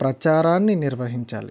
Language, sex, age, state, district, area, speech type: Telugu, male, 45-60, Andhra Pradesh, East Godavari, rural, spontaneous